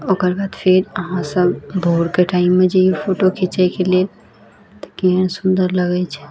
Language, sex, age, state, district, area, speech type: Maithili, female, 18-30, Bihar, Araria, rural, spontaneous